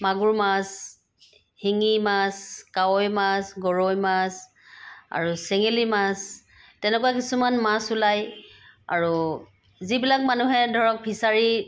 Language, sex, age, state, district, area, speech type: Assamese, female, 45-60, Assam, Sivasagar, rural, spontaneous